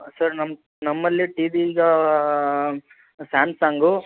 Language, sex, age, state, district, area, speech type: Kannada, male, 30-45, Karnataka, Tumkur, urban, conversation